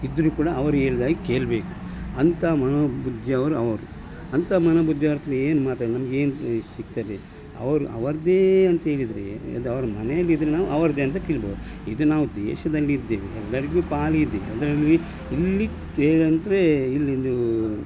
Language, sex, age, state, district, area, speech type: Kannada, male, 60+, Karnataka, Dakshina Kannada, rural, spontaneous